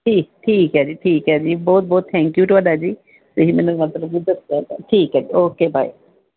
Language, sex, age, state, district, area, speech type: Punjabi, female, 45-60, Punjab, Gurdaspur, urban, conversation